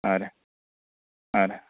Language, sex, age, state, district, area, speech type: Kannada, male, 30-45, Karnataka, Belgaum, rural, conversation